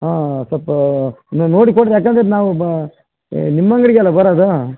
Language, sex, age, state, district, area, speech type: Kannada, male, 45-60, Karnataka, Bellary, rural, conversation